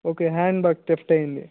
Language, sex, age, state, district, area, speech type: Telugu, male, 18-30, Andhra Pradesh, Annamaya, rural, conversation